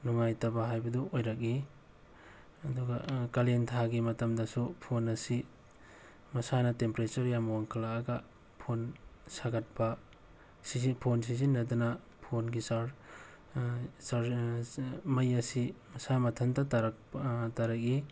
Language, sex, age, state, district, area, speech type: Manipuri, male, 18-30, Manipur, Tengnoupal, rural, spontaneous